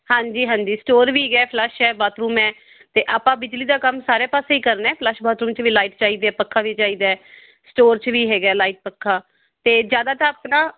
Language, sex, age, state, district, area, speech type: Punjabi, female, 45-60, Punjab, Fazilka, rural, conversation